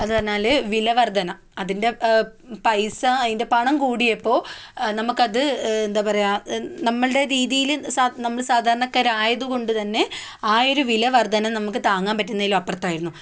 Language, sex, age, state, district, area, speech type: Malayalam, female, 18-30, Kerala, Kannur, rural, spontaneous